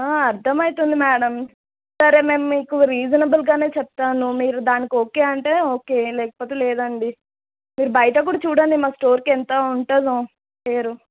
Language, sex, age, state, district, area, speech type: Telugu, female, 18-30, Telangana, Mahbubnagar, urban, conversation